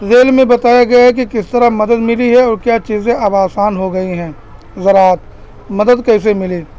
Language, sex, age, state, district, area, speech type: Urdu, male, 30-45, Uttar Pradesh, Balrampur, rural, spontaneous